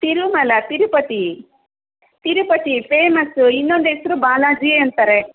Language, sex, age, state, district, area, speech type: Kannada, female, 60+, Karnataka, Bangalore Rural, rural, conversation